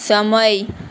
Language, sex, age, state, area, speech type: Gujarati, female, 18-30, Gujarat, rural, read